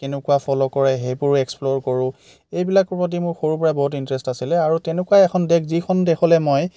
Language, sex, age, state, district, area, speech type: Assamese, male, 30-45, Assam, Biswanath, rural, spontaneous